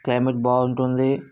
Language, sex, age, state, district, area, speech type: Telugu, male, 45-60, Andhra Pradesh, Vizianagaram, rural, spontaneous